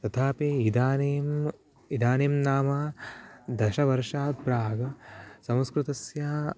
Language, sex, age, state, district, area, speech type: Sanskrit, male, 18-30, Karnataka, Uttara Kannada, rural, spontaneous